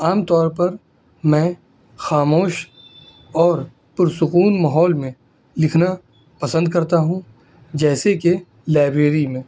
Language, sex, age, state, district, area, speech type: Urdu, male, 18-30, Delhi, North East Delhi, rural, spontaneous